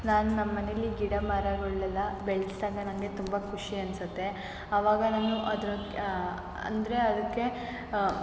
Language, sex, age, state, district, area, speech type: Kannada, female, 18-30, Karnataka, Mysore, urban, spontaneous